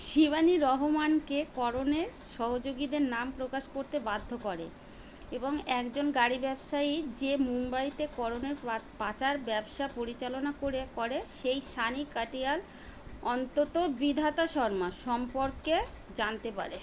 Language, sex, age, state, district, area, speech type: Bengali, female, 45-60, West Bengal, Kolkata, urban, read